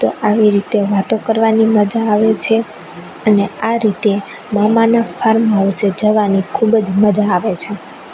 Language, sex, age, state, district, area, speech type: Gujarati, female, 18-30, Gujarat, Rajkot, rural, spontaneous